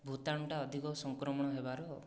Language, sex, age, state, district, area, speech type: Odia, male, 30-45, Odisha, Kandhamal, rural, spontaneous